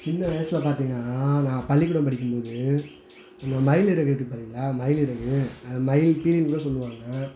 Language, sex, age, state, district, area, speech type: Tamil, male, 30-45, Tamil Nadu, Madurai, rural, spontaneous